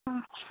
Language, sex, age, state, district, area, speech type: Tamil, female, 18-30, Tamil Nadu, Pudukkottai, rural, conversation